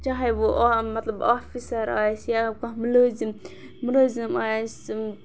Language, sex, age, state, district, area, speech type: Kashmiri, female, 18-30, Jammu and Kashmir, Kupwara, urban, spontaneous